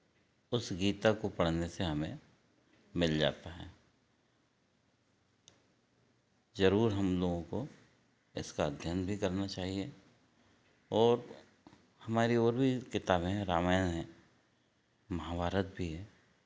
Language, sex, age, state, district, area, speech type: Hindi, male, 60+, Madhya Pradesh, Betul, urban, spontaneous